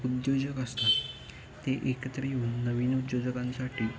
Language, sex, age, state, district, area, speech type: Marathi, male, 18-30, Maharashtra, Kolhapur, urban, spontaneous